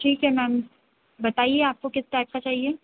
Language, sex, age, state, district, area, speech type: Hindi, female, 30-45, Madhya Pradesh, Harda, urban, conversation